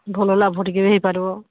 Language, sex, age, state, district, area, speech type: Odia, female, 60+, Odisha, Angul, rural, conversation